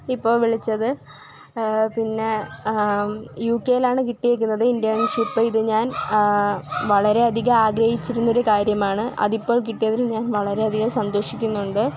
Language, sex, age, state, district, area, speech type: Malayalam, female, 18-30, Kerala, Kollam, rural, spontaneous